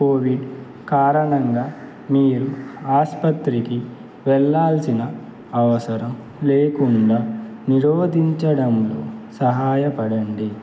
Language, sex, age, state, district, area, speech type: Telugu, male, 18-30, Andhra Pradesh, Annamaya, rural, spontaneous